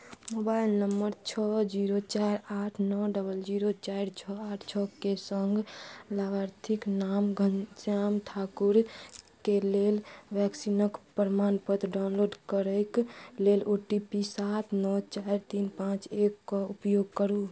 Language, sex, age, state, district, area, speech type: Maithili, female, 30-45, Bihar, Madhubani, rural, read